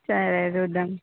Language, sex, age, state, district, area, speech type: Telugu, female, 18-30, Telangana, Vikarabad, urban, conversation